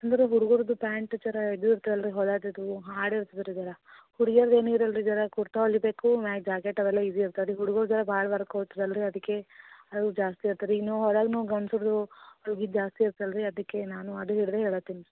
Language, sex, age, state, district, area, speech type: Kannada, female, 18-30, Karnataka, Gulbarga, urban, conversation